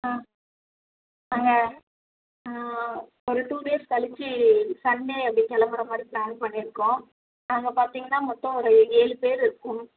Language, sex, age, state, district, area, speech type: Tamil, female, 30-45, Tamil Nadu, Chennai, urban, conversation